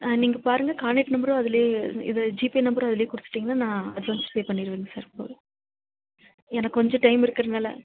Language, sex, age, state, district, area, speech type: Tamil, female, 30-45, Tamil Nadu, Nilgiris, rural, conversation